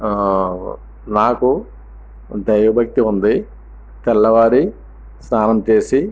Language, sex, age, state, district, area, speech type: Telugu, male, 60+, Andhra Pradesh, Visakhapatnam, urban, spontaneous